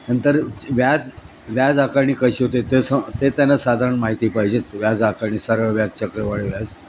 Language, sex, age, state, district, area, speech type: Marathi, male, 60+, Maharashtra, Thane, urban, spontaneous